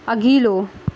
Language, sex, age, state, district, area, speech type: Nepali, female, 30-45, West Bengal, Kalimpong, rural, read